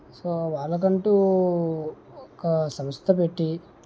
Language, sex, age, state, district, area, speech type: Telugu, male, 30-45, Andhra Pradesh, Vizianagaram, rural, spontaneous